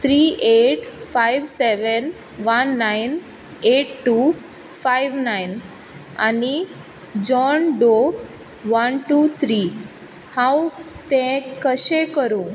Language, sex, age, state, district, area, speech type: Goan Konkani, female, 18-30, Goa, Quepem, rural, read